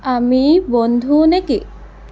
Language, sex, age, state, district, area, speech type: Assamese, female, 18-30, Assam, Tinsukia, rural, read